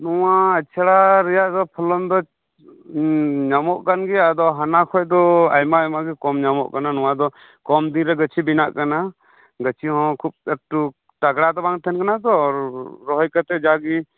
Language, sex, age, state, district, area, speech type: Santali, male, 30-45, West Bengal, Birbhum, rural, conversation